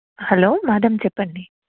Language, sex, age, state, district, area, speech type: Telugu, female, 30-45, Andhra Pradesh, N T Rama Rao, rural, conversation